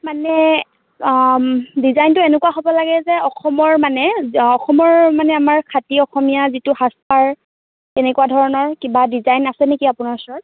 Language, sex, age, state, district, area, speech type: Assamese, female, 18-30, Assam, Dhemaji, urban, conversation